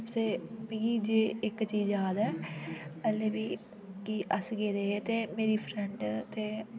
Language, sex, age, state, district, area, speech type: Dogri, female, 18-30, Jammu and Kashmir, Udhampur, urban, spontaneous